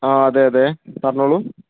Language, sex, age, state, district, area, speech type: Malayalam, male, 18-30, Kerala, Wayanad, rural, conversation